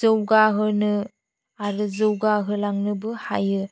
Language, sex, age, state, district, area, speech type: Bodo, female, 45-60, Assam, Chirang, rural, spontaneous